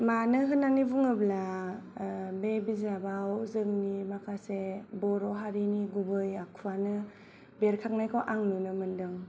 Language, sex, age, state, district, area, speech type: Bodo, female, 18-30, Assam, Kokrajhar, rural, spontaneous